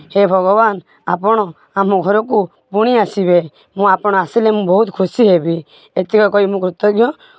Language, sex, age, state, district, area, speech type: Odia, female, 45-60, Odisha, Balasore, rural, spontaneous